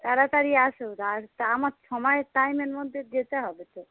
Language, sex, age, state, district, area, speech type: Bengali, female, 45-60, West Bengal, Hooghly, rural, conversation